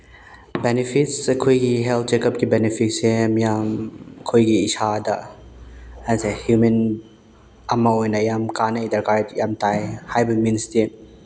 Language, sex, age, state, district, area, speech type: Manipuri, male, 18-30, Manipur, Chandel, rural, spontaneous